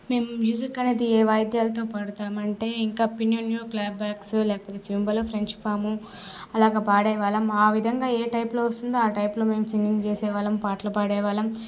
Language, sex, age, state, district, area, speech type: Telugu, female, 18-30, Andhra Pradesh, Sri Balaji, rural, spontaneous